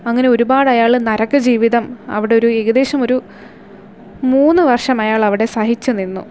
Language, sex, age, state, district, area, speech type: Malayalam, female, 18-30, Kerala, Thiruvananthapuram, urban, spontaneous